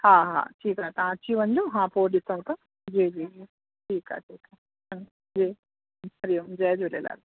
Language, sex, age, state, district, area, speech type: Sindhi, female, 45-60, Uttar Pradesh, Lucknow, urban, conversation